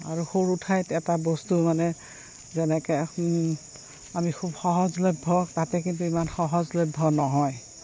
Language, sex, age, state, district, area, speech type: Assamese, female, 60+, Assam, Goalpara, urban, spontaneous